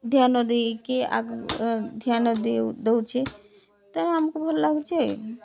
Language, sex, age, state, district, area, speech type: Odia, female, 30-45, Odisha, Rayagada, rural, spontaneous